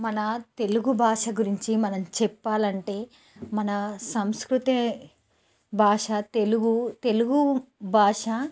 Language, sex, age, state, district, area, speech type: Telugu, female, 45-60, Telangana, Nalgonda, urban, spontaneous